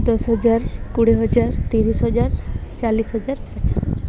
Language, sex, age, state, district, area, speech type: Odia, female, 18-30, Odisha, Subarnapur, urban, spontaneous